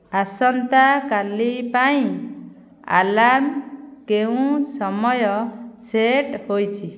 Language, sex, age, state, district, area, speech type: Odia, female, 30-45, Odisha, Dhenkanal, rural, read